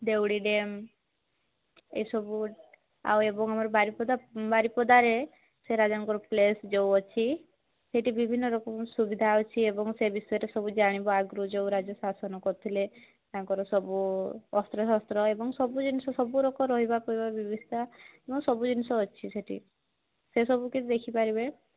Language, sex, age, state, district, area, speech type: Odia, female, 18-30, Odisha, Mayurbhanj, rural, conversation